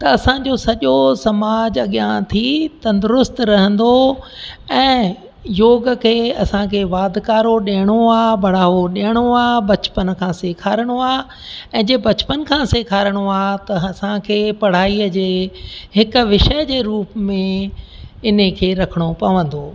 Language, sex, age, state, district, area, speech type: Sindhi, female, 60+, Rajasthan, Ajmer, urban, spontaneous